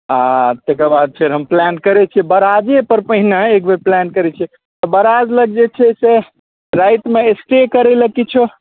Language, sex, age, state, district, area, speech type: Maithili, male, 45-60, Bihar, Supaul, rural, conversation